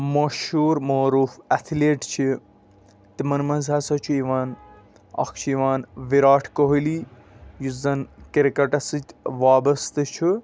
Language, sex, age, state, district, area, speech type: Kashmiri, male, 30-45, Jammu and Kashmir, Anantnag, rural, spontaneous